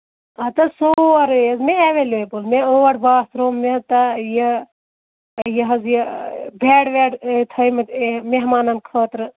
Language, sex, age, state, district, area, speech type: Kashmiri, female, 30-45, Jammu and Kashmir, Ganderbal, rural, conversation